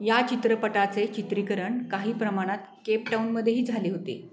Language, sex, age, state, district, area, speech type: Marathi, female, 45-60, Maharashtra, Satara, urban, read